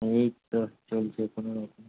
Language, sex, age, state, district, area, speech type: Bengali, male, 18-30, West Bengal, Kolkata, urban, conversation